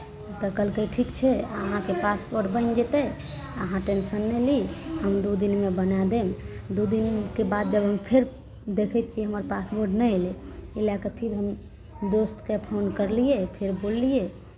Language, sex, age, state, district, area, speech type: Maithili, female, 18-30, Bihar, Araria, urban, spontaneous